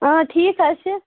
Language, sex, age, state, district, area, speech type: Kashmiri, other, 18-30, Jammu and Kashmir, Baramulla, rural, conversation